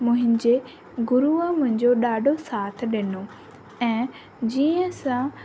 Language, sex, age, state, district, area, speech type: Sindhi, female, 18-30, Rajasthan, Ajmer, urban, spontaneous